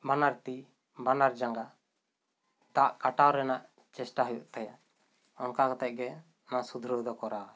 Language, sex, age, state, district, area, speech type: Santali, male, 30-45, West Bengal, Bankura, rural, spontaneous